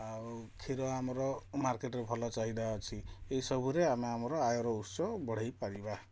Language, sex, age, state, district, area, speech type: Odia, male, 45-60, Odisha, Kalahandi, rural, spontaneous